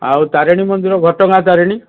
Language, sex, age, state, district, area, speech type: Odia, male, 60+, Odisha, Cuttack, urban, conversation